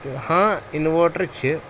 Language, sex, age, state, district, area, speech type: Kashmiri, male, 30-45, Jammu and Kashmir, Pulwama, urban, spontaneous